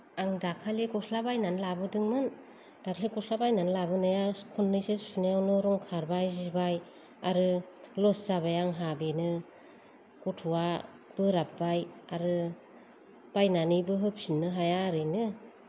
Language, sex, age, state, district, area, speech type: Bodo, female, 45-60, Assam, Kokrajhar, rural, spontaneous